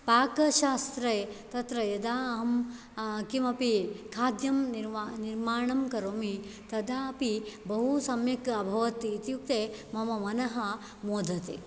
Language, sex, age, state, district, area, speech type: Sanskrit, female, 45-60, Karnataka, Dakshina Kannada, rural, spontaneous